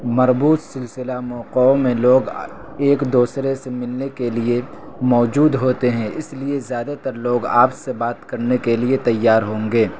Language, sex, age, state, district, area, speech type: Urdu, male, 18-30, Uttar Pradesh, Saharanpur, urban, read